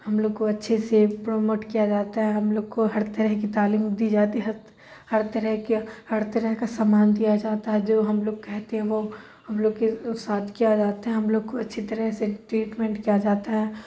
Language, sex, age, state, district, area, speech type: Urdu, female, 30-45, Bihar, Darbhanga, rural, spontaneous